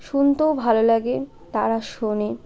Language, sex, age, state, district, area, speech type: Bengali, female, 18-30, West Bengal, Birbhum, urban, spontaneous